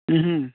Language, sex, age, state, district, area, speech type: Telugu, male, 30-45, Andhra Pradesh, Bapatla, urban, conversation